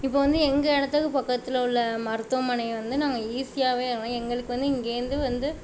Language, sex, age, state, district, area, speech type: Tamil, female, 45-60, Tamil Nadu, Tiruvarur, urban, spontaneous